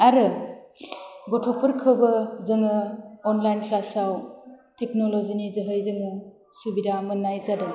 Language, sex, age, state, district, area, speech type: Bodo, female, 30-45, Assam, Chirang, rural, spontaneous